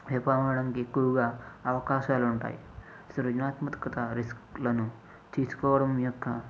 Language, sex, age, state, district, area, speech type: Telugu, male, 45-60, Andhra Pradesh, East Godavari, urban, spontaneous